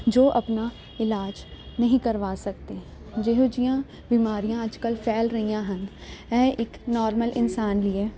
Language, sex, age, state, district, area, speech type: Punjabi, female, 18-30, Punjab, Jalandhar, urban, spontaneous